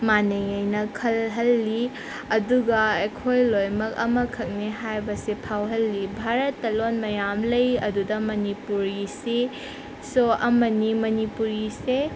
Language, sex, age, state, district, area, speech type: Manipuri, female, 18-30, Manipur, Senapati, rural, spontaneous